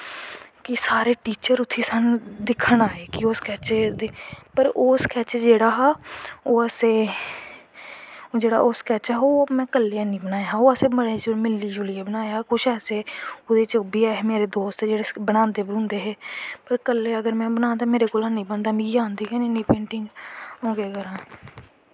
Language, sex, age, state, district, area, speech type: Dogri, female, 18-30, Jammu and Kashmir, Kathua, rural, spontaneous